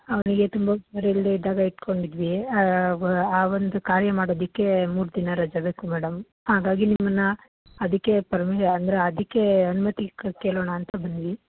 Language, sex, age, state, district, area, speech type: Kannada, female, 30-45, Karnataka, Mandya, rural, conversation